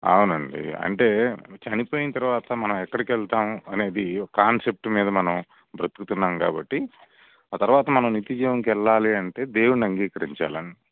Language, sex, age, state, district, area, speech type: Telugu, male, 30-45, Andhra Pradesh, Bapatla, urban, conversation